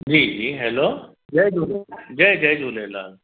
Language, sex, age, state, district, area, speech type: Sindhi, male, 30-45, Maharashtra, Mumbai Suburban, urban, conversation